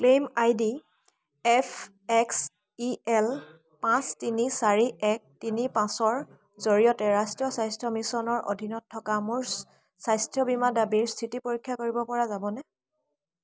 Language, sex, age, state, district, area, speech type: Assamese, female, 18-30, Assam, Charaideo, rural, read